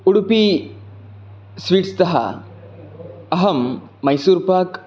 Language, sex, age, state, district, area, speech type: Sanskrit, male, 18-30, Karnataka, Chikkamagaluru, rural, spontaneous